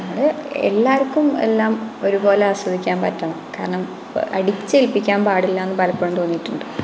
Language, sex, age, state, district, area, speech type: Malayalam, female, 18-30, Kerala, Malappuram, rural, spontaneous